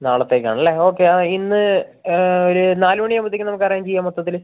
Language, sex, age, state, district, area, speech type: Malayalam, female, 18-30, Kerala, Wayanad, rural, conversation